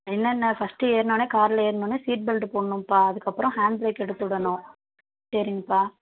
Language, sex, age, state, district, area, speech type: Tamil, female, 18-30, Tamil Nadu, Madurai, rural, conversation